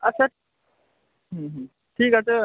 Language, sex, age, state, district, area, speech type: Bengali, male, 18-30, West Bengal, Murshidabad, urban, conversation